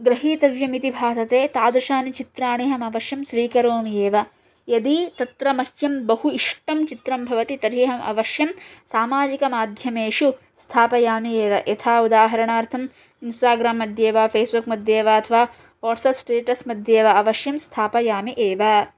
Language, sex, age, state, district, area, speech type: Sanskrit, female, 18-30, Karnataka, Shimoga, urban, spontaneous